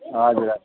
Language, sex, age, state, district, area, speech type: Nepali, male, 30-45, West Bengal, Kalimpong, rural, conversation